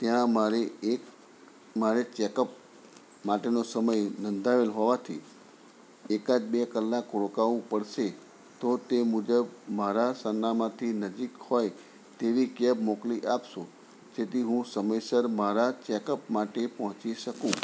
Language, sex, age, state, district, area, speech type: Gujarati, male, 60+, Gujarat, Anand, urban, spontaneous